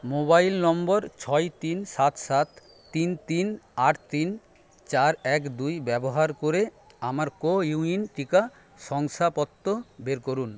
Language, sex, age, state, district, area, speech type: Bengali, male, 45-60, West Bengal, Paschim Medinipur, rural, read